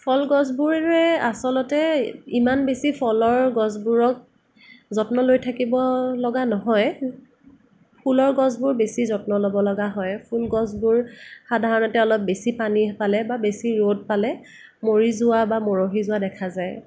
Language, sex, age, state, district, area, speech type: Assamese, female, 18-30, Assam, Nagaon, rural, spontaneous